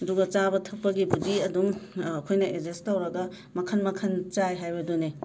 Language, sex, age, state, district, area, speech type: Manipuri, female, 30-45, Manipur, Imphal West, urban, spontaneous